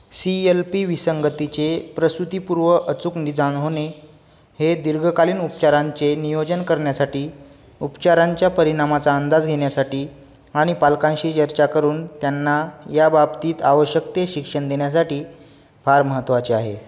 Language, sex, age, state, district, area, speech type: Marathi, male, 18-30, Maharashtra, Washim, rural, read